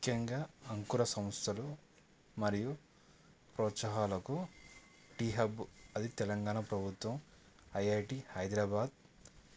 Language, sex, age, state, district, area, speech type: Telugu, male, 30-45, Telangana, Yadadri Bhuvanagiri, urban, spontaneous